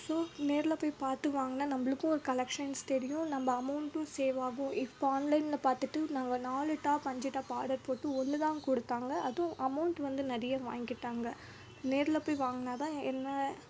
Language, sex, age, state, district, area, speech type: Tamil, female, 18-30, Tamil Nadu, Krishnagiri, rural, spontaneous